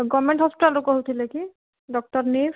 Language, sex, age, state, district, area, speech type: Odia, female, 18-30, Odisha, Rayagada, rural, conversation